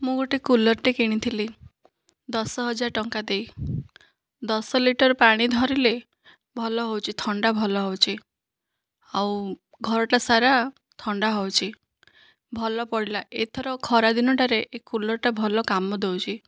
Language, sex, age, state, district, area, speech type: Odia, female, 60+, Odisha, Kandhamal, rural, spontaneous